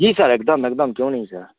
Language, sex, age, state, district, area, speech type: Hindi, male, 30-45, Bihar, Madhepura, rural, conversation